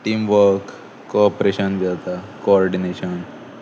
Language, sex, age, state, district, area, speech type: Goan Konkani, male, 18-30, Goa, Pernem, rural, spontaneous